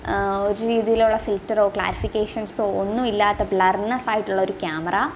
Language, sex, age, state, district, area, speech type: Malayalam, female, 18-30, Kerala, Kottayam, rural, spontaneous